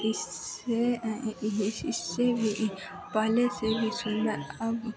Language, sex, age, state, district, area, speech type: Hindi, female, 18-30, Bihar, Madhepura, rural, spontaneous